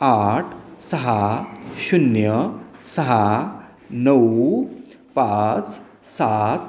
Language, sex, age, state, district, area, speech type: Marathi, male, 60+, Maharashtra, Satara, urban, spontaneous